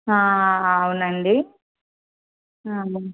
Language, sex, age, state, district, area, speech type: Telugu, female, 18-30, Andhra Pradesh, Vizianagaram, rural, conversation